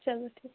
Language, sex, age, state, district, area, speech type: Kashmiri, female, 18-30, Jammu and Kashmir, Kupwara, rural, conversation